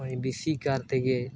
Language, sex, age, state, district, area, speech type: Santali, male, 18-30, Jharkhand, East Singhbhum, rural, spontaneous